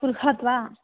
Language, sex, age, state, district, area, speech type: Sanskrit, female, 18-30, Odisha, Jajpur, rural, conversation